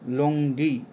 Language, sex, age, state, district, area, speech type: Bengali, male, 18-30, West Bengal, Howrah, urban, spontaneous